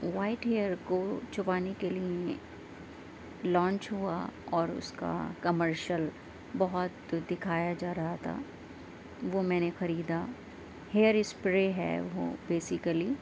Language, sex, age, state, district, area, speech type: Urdu, female, 30-45, Delhi, Central Delhi, urban, spontaneous